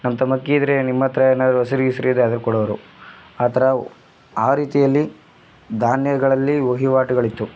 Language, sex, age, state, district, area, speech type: Kannada, male, 18-30, Karnataka, Chamarajanagar, rural, spontaneous